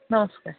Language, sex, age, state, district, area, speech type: Odia, female, 45-60, Odisha, Angul, rural, conversation